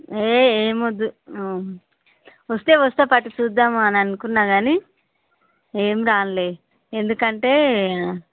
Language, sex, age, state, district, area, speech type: Telugu, female, 30-45, Telangana, Vikarabad, urban, conversation